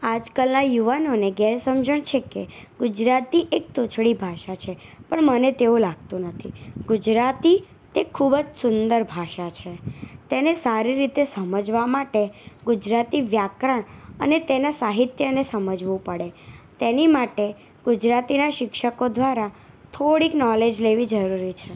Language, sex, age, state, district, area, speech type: Gujarati, female, 18-30, Gujarat, Anand, urban, spontaneous